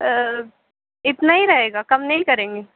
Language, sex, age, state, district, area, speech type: Urdu, female, 30-45, Uttar Pradesh, Lucknow, rural, conversation